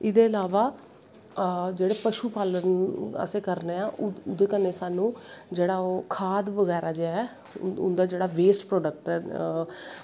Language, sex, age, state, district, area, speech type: Dogri, female, 30-45, Jammu and Kashmir, Kathua, rural, spontaneous